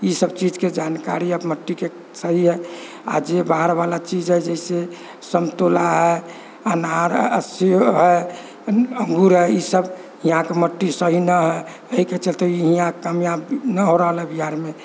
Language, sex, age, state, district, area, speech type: Maithili, male, 45-60, Bihar, Sitamarhi, rural, spontaneous